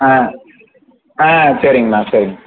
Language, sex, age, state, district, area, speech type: Tamil, male, 18-30, Tamil Nadu, Namakkal, rural, conversation